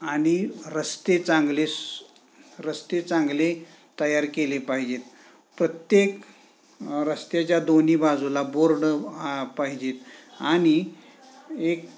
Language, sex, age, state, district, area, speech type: Marathi, male, 30-45, Maharashtra, Sangli, urban, spontaneous